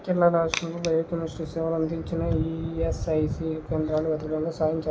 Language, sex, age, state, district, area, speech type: Telugu, male, 60+, Andhra Pradesh, Vizianagaram, rural, read